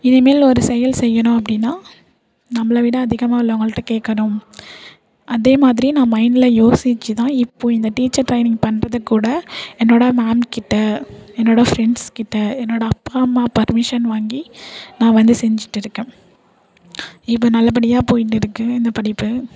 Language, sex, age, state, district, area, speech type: Tamil, female, 18-30, Tamil Nadu, Thanjavur, urban, spontaneous